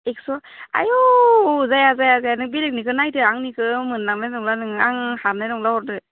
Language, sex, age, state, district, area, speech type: Bodo, female, 18-30, Assam, Udalguri, urban, conversation